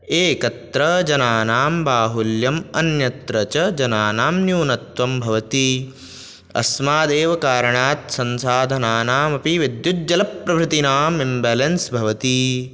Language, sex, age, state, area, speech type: Sanskrit, male, 18-30, Rajasthan, urban, spontaneous